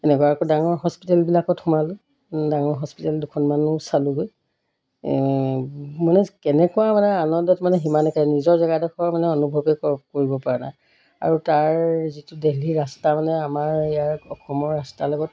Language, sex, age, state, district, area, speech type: Assamese, female, 45-60, Assam, Golaghat, urban, spontaneous